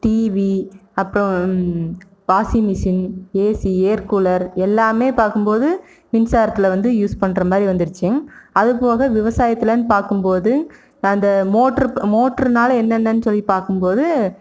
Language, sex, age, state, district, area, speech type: Tamil, female, 30-45, Tamil Nadu, Erode, rural, spontaneous